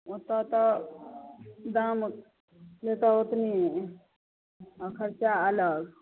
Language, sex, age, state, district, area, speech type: Maithili, female, 45-60, Bihar, Madhepura, rural, conversation